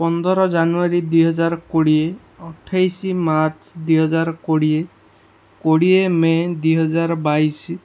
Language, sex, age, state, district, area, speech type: Odia, male, 18-30, Odisha, Ganjam, urban, spontaneous